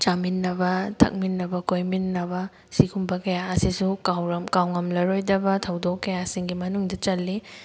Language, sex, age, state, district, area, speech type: Manipuri, female, 18-30, Manipur, Thoubal, rural, spontaneous